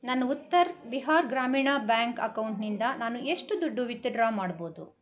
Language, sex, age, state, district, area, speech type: Kannada, female, 60+, Karnataka, Bangalore Rural, rural, read